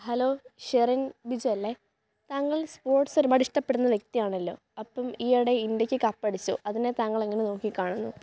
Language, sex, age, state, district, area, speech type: Malayalam, female, 18-30, Kerala, Kottayam, rural, spontaneous